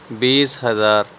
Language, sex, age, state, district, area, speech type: Urdu, male, 18-30, Delhi, South Delhi, urban, spontaneous